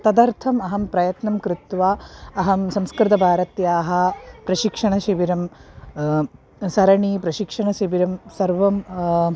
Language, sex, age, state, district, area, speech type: Sanskrit, female, 30-45, Kerala, Ernakulam, urban, spontaneous